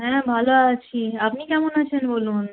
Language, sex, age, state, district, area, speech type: Bengali, female, 30-45, West Bengal, North 24 Parganas, urban, conversation